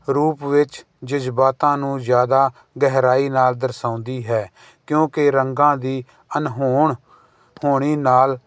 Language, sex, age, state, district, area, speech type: Punjabi, male, 45-60, Punjab, Jalandhar, urban, spontaneous